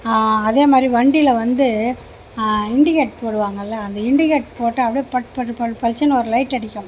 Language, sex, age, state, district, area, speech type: Tamil, female, 60+, Tamil Nadu, Mayiladuthurai, rural, spontaneous